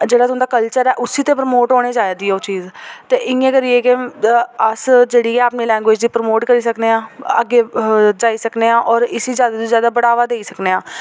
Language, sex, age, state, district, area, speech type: Dogri, female, 18-30, Jammu and Kashmir, Jammu, rural, spontaneous